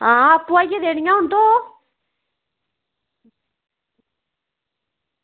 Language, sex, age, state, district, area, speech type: Dogri, female, 30-45, Jammu and Kashmir, Udhampur, rural, conversation